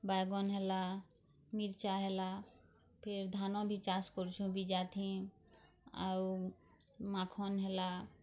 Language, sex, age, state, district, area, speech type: Odia, female, 30-45, Odisha, Bargarh, rural, spontaneous